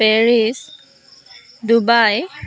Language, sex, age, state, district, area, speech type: Assamese, female, 18-30, Assam, Jorhat, urban, spontaneous